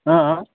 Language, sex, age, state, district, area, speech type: Nepali, male, 18-30, West Bengal, Alipurduar, rural, conversation